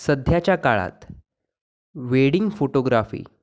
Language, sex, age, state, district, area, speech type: Marathi, male, 18-30, Maharashtra, Sindhudurg, rural, spontaneous